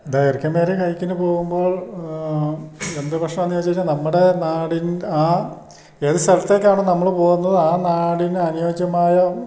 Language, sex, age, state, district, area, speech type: Malayalam, male, 60+, Kerala, Idukki, rural, spontaneous